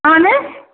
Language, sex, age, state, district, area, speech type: Kashmiri, female, 30-45, Jammu and Kashmir, Ganderbal, rural, conversation